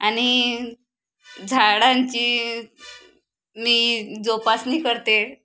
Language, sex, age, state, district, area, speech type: Marathi, female, 30-45, Maharashtra, Wardha, rural, spontaneous